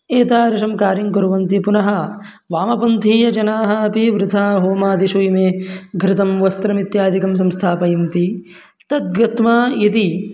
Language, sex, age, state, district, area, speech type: Sanskrit, male, 18-30, Karnataka, Mandya, rural, spontaneous